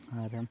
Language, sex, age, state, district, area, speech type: Santali, male, 18-30, Jharkhand, Pakur, rural, spontaneous